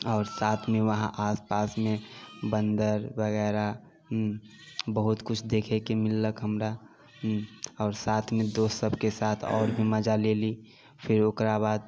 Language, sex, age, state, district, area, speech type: Maithili, male, 45-60, Bihar, Sitamarhi, rural, spontaneous